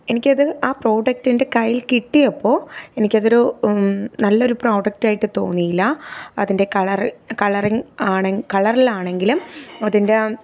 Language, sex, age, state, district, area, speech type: Malayalam, female, 30-45, Kerala, Thiruvananthapuram, urban, spontaneous